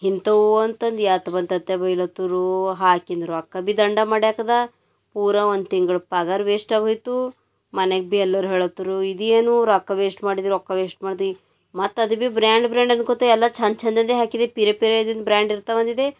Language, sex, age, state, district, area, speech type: Kannada, female, 18-30, Karnataka, Bidar, urban, spontaneous